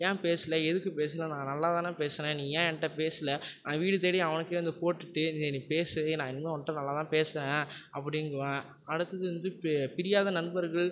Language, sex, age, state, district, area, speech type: Tamil, male, 18-30, Tamil Nadu, Tiruvarur, rural, spontaneous